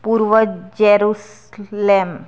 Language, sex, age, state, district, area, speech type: Gujarati, female, 30-45, Gujarat, Anand, rural, spontaneous